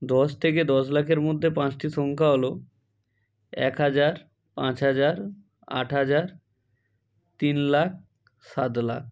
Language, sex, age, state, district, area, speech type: Bengali, male, 30-45, West Bengal, Bankura, urban, spontaneous